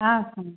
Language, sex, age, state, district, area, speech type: Kannada, female, 30-45, Karnataka, Chitradurga, urban, conversation